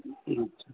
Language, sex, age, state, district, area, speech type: Sindhi, male, 45-60, Uttar Pradesh, Lucknow, rural, conversation